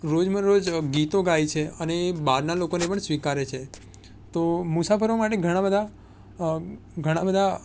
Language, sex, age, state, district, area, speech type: Gujarati, male, 18-30, Gujarat, Surat, urban, spontaneous